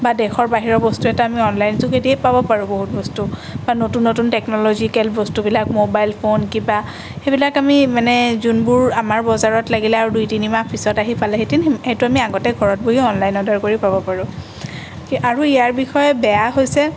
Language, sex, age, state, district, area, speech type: Assamese, female, 18-30, Assam, Sonitpur, urban, spontaneous